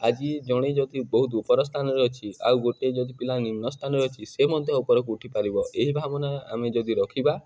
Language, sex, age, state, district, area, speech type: Odia, male, 18-30, Odisha, Nuapada, urban, spontaneous